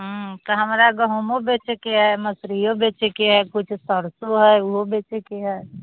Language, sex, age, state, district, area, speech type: Maithili, female, 30-45, Bihar, Sitamarhi, urban, conversation